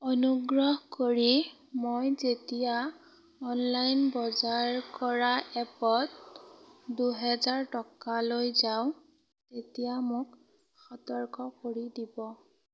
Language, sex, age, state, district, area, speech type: Assamese, female, 18-30, Assam, Darrang, rural, read